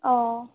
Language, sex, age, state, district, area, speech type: Assamese, female, 18-30, Assam, Sivasagar, rural, conversation